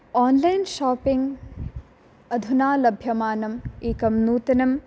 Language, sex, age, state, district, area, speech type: Sanskrit, female, 18-30, Karnataka, Dakshina Kannada, urban, spontaneous